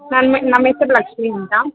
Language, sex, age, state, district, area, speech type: Kannada, female, 18-30, Karnataka, Vijayanagara, rural, conversation